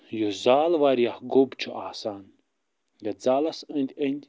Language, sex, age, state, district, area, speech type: Kashmiri, male, 45-60, Jammu and Kashmir, Budgam, rural, spontaneous